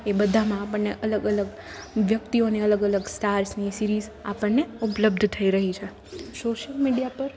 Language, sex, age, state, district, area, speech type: Gujarati, female, 18-30, Gujarat, Rajkot, urban, spontaneous